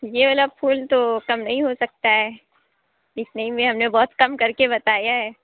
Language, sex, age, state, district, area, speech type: Urdu, female, 18-30, Uttar Pradesh, Lucknow, rural, conversation